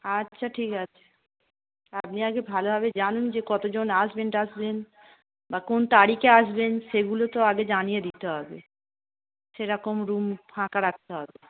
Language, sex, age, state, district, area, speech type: Bengali, female, 30-45, West Bengal, Darjeeling, rural, conversation